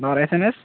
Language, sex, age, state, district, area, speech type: Urdu, male, 18-30, Bihar, Saharsa, rural, conversation